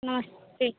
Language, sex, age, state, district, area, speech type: Hindi, female, 45-60, Uttar Pradesh, Lucknow, rural, conversation